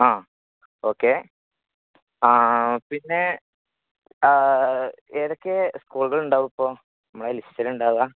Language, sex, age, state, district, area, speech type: Malayalam, male, 30-45, Kerala, Malappuram, rural, conversation